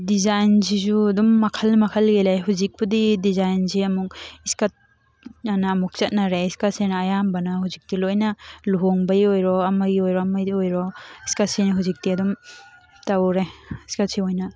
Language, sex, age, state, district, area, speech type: Manipuri, female, 18-30, Manipur, Thoubal, rural, spontaneous